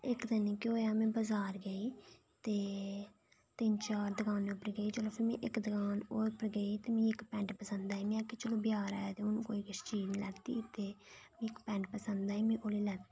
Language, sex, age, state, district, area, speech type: Dogri, female, 18-30, Jammu and Kashmir, Reasi, rural, spontaneous